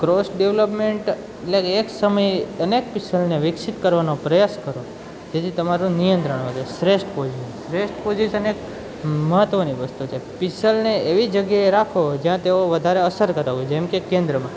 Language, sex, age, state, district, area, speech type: Gujarati, male, 18-30, Gujarat, Junagadh, urban, spontaneous